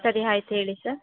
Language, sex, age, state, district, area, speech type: Kannada, female, 18-30, Karnataka, Kolar, rural, conversation